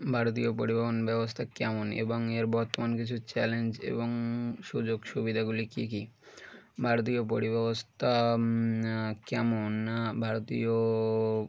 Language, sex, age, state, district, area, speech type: Bengali, male, 18-30, West Bengal, Birbhum, urban, spontaneous